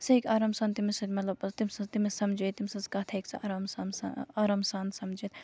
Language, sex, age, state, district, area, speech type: Kashmiri, female, 18-30, Jammu and Kashmir, Kupwara, rural, spontaneous